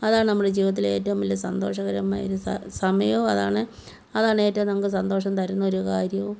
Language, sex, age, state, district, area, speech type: Malayalam, female, 45-60, Kerala, Kottayam, rural, spontaneous